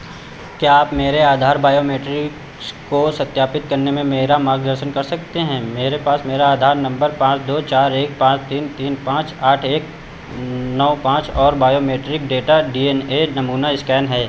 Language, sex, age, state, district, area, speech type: Hindi, male, 30-45, Uttar Pradesh, Lucknow, rural, read